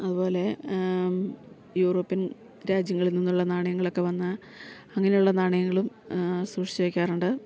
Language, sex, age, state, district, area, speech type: Malayalam, female, 45-60, Kerala, Idukki, rural, spontaneous